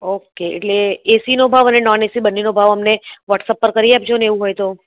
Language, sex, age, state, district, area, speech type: Gujarati, female, 30-45, Gujarat, Kheda, rural, conversation